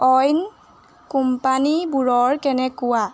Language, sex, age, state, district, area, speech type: Assamese, female, 18-30, Assam, Jorhat, urban, read